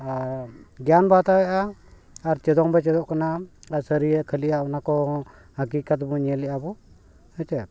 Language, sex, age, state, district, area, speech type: Santali, male, 45-60, Jharkhand, Bokaro, rural, spontaneous